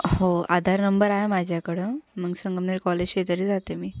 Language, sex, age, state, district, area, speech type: Marathi, female, 18-30, Maharashtra, Ahmednagar, rural, spontaneous